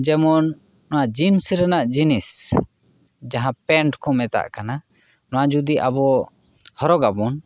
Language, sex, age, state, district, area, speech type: Santali, male, 30-45, West Bengal, Paschim Bardhaman, rural, spontaneous